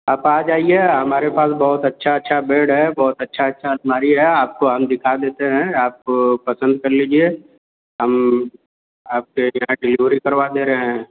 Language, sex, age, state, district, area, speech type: Hindi, male, 18-30, Uttar Pradesh, Azamgarh, rural, conversation